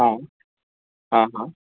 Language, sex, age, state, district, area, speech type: Sindhi, male, 18-30, Rajasthan, Ajmer, urban, conversation